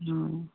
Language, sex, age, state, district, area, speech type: Assamese, female, 45-60, Assam, Golaghat, rural, conversation